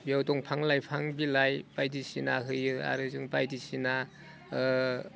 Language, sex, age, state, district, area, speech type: Bodo, male, 45-60, Assam, Udalguri, rural, spontaneous